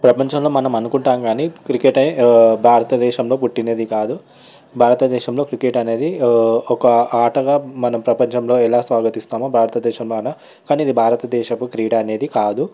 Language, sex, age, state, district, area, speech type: Telugu, male, 18-30, Telangana, Vikarabad, urban, spontaneous